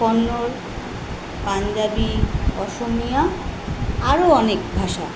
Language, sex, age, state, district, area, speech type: Bengali, female, 45-60, West Bengal, Kolkata, urban, spontaneous